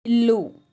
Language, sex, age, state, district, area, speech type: Telugu, female, 18-30, Telangana, Hyderabad, urban, read